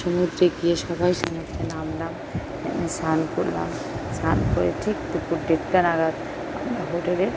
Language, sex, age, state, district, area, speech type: Bengali, female, 30-45, West Bengal, Kolkata, urban, spontaneous